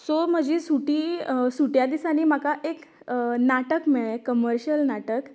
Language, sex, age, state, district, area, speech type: Goan Konkani, female, 18-30, Goa, Canacona, rural, spontaneous